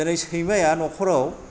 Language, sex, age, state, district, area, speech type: Bodo, male, 45-60, Assam, Kokrajhar, rural, spontaneous